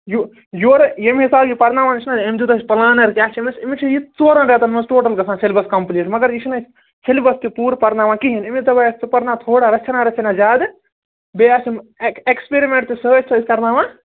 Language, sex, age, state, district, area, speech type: Kashmiri, male, 18-30, Jammu and Kashmir, Srinagar, urban, conversation